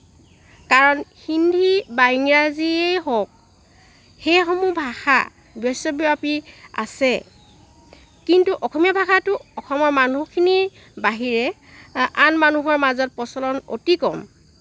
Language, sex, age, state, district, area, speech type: Assamese, female, 45-60, Assam, Lakhimpur, rural, spontaneous